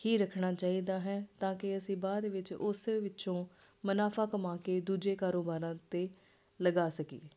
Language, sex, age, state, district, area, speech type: Punjabi, female, 30-45, Punjab, Ludhiana, urban, spontaneous